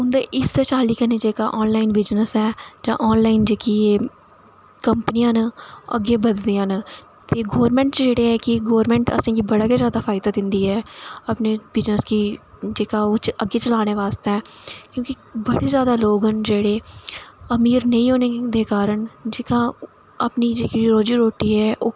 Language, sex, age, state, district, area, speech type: Dogri, female, 18-30, Jammu and Kashmir, Reasi, rural, spontaneous